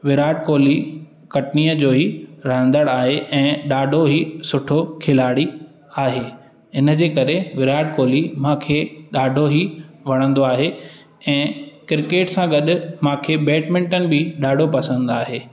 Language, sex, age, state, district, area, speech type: Sindhi, male, 18-30, Madhya Pradesh, Katni, urban, spontaneous